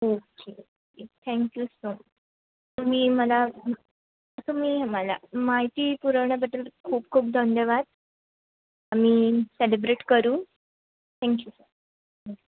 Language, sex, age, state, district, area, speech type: Marathi, female, 18-30, Maharashtra, Sindhudurg, rural, conversation